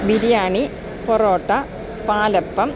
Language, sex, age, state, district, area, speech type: Malayalam, female, 60+, Kerala, Alappuzha, urban, spontaneous